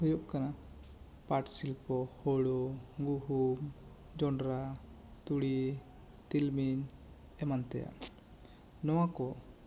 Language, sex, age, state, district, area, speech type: Santali, male, 18-30, West Bengal, Bankura, rural, spontaneous